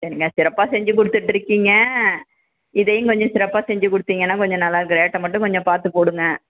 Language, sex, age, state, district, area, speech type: Tamil, female, 60+, Tamil Nadu, Perambalur, rural, conversation